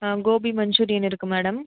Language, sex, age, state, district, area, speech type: Tamil, female, 30-45, Tamil Nadu, Pudukkottai, rural, conversation